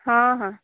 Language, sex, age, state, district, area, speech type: Odia, female, 18-30, Odisha, Nabarangpur, urban, conversation